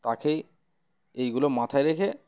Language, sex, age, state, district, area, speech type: Bengali, male, 30-45, West Bengal, Uttar Dinajpur, urban, spontaneous